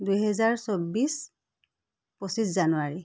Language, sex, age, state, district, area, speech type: Assamese, female, 45-60, Assam, Biswanath, rural, spontaneous